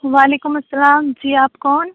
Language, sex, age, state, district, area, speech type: Urdu, female, 30-45, Uttar Pradesh, Aligarh, rural, conversation